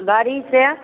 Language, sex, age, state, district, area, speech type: Hindi, female, 60+, Bihar, Begusarai, rural, conversation